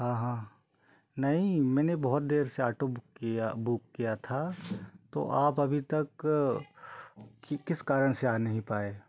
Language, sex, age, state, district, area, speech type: Hindi, male, 30-45, Madhya Pradesh, Betul, rural, spontaneous